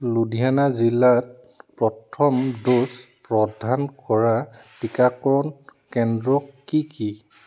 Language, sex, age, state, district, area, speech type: Assamese, male, 45-60, Assam, Charaideo, urban, read